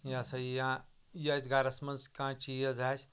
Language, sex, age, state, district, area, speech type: Kashmiri, male, 30-45, Jammu and Kashmir, Anantnag, rural, spontaneous